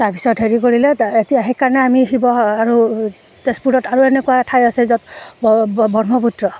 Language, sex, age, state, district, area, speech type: Assamese, female, 30-45, Assam, Udalguri, rural, spontaneous